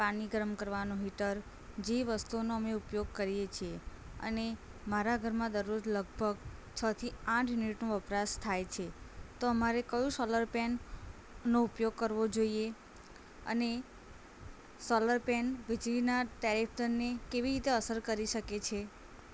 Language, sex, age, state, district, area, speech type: Gujarati, female, 18-30, Gujarat, Anand, rural, spontaneous